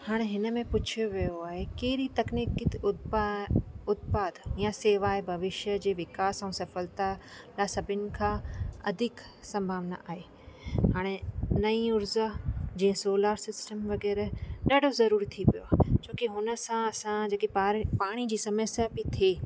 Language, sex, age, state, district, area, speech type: Sindhi, female, 30-45, Rajasthan, Ajmer, urban, spontaneous